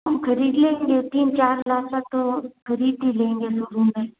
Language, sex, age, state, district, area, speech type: Hindi, female, 45-60, Rajasthan, Jodhpur, urban, conversation